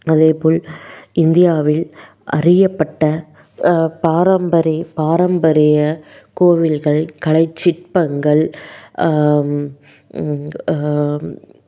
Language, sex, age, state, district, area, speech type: Tamil, female, 18-30, Tamil Nadu, Salem, urban, spontaneous